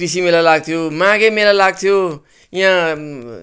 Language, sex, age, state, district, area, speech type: Nepali, male, 60+, West Bengal, Kalimpong, rural, spontaneous